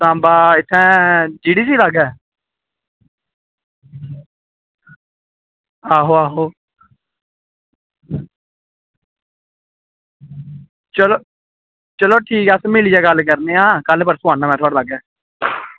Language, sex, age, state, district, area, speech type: Dogri, male, 18-30, Jammu and Kashmir, Samba, rural, conversation